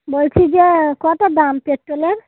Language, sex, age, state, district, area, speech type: Bengali, female, 45-60, West Bengal, Dakshin Dinajpur, urban, conversation